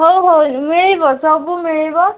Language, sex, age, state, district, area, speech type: Odia, female, 45-60, Odisha, Nabarangpur, rural, conversation